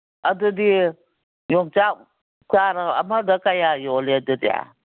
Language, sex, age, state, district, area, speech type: Manipuri, female, 60+, Manipur, Kangpokpi, urban, conversation